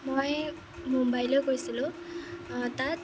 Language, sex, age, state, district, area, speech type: Assamese, female, 18-30, Assam, Jorhat, urban, spontaneous